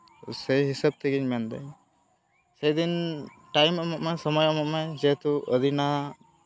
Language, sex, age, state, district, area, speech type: Santali, male, 18-30, West Bengal, Malda, rural, spontaneous